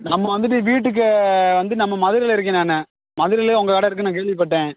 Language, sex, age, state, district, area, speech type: Tamil, male, 18-30, Tamil Nadu, Madurai, rural, conversation